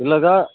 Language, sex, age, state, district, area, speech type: Tamil, male, 60+, Tamil Nadu, Pudukkottai, rural, conversation